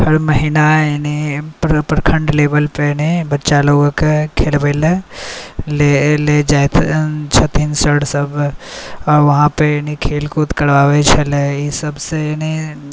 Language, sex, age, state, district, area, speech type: Maithili, male, 18-30, Bihar, Saharsa, rural, spontaneous